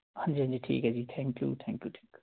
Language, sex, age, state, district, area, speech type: Punjabi, male, 30-45, Punjab, Fazilka, rural, conversation